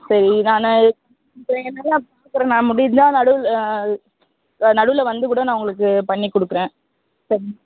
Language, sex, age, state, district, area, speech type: Tamil, female, 30-45, Tamil Nadu, Tiruvallur, urban, conversation